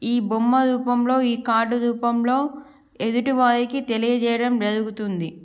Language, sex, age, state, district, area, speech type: Telugu, female, 18-30, Andhra Pradesh, Srikakulam, urban, spontaneous